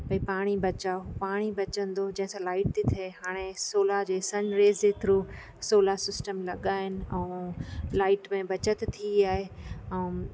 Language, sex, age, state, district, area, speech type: Sindhi, female, 30-45, Rajasthan, Ajmer, urban, spontaneous